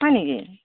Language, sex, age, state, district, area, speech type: Assamese, female, 60+, Assam, Tinsukia, rural, conversation